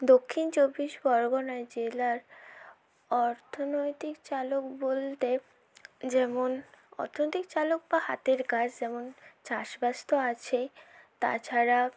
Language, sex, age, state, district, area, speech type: Bengali, female, 18-30, West Bengal, South 24 Parganas, rural, spontaneous